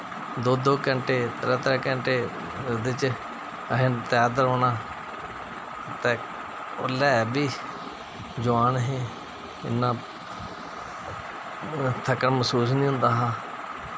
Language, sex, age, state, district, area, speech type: Dogri, male, 45-60, Jammu and Kashmir, Jammu, rural, spontaneous